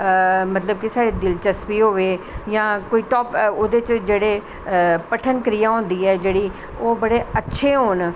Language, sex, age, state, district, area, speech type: Dogri, female, 60+, Jammu and Kashmir, Jammu, urban, spontaneous